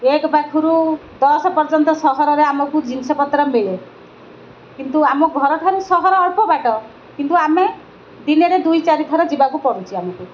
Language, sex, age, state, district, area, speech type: Odia, female, 60+, Odisha, Kendrapara, urban, spontaneous